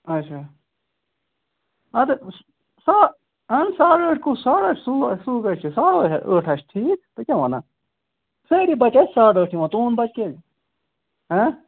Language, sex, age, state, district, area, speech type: Kashmiri, male, 18-30, Jammu and Kashmir, Ganderbal, rural, conversation